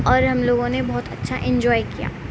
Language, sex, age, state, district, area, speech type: Urdu, female, 18-30, Telangana, Hyderabad, urban, spontaneous